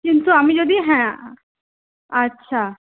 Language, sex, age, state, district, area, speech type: Bengali, female, 18-30, West Bengal, Purulia, rural, conversation